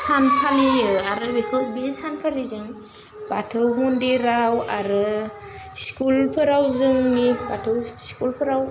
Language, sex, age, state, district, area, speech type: Bodo, female, 30-45, Assam, Udalguri, rural, spontaneous